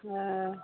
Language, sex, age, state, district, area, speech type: Maithili, female, 18-30, Bihar, Begusarai, rural, conversation